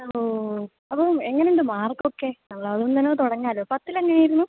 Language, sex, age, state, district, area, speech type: Malayalam, female, 18-30, Kerala, Kozhikode, rural, conversation